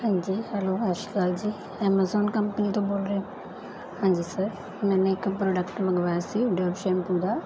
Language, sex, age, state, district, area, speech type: Punjabi, female, 30-45, Punjab, Mansa, rural, spontaneous